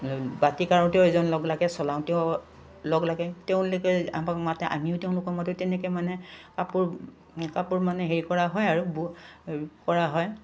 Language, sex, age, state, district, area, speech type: Assamese, female, 60+, Assam, Udalguri, rural, spontaneous